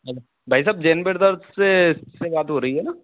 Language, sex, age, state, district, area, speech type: Hindi, male, 18-30, Madhya Pradesh, Bhopal, urban, conversation